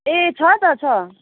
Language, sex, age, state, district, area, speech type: Nepali, female, 45-60, West Bengal, Kalimpong, rural, conversation